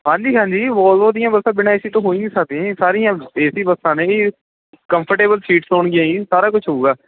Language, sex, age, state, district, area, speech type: Punjabi, male, 18-30, Punjab, Ludhiana, urban, conversation